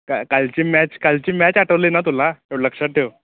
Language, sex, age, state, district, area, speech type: Marathi, male, 18-30, Maharashtra, Sangli, urban, conversation